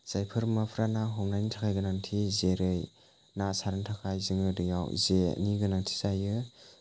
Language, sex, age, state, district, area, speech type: Bodo, male, 60+, Assam, Chirang, urban, spontaneous